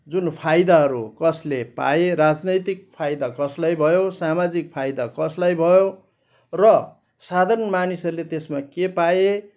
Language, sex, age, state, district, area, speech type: Nepali, male, 60+, West Bengal, Kalimpong, rural, spontaneous